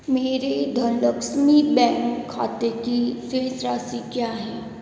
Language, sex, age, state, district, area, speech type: Hindi, female, 30-45, Rajasthan, Jodhpur, urban, read